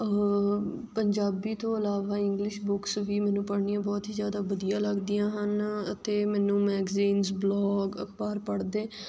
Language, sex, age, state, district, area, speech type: Punjabi, female, 18-30, Punjab, Fatehgarh Sahib, rural, spontaneous